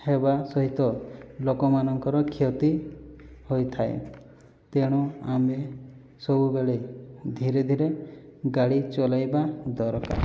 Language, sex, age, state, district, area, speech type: Odia, male, 18-30, Odisha, Boudh, rural, spontaneous